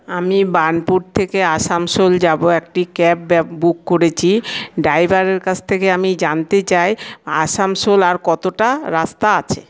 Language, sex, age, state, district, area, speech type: Bengali, female, 45-60, West Bengal, Paschim Bardhaman, urban, spontaneous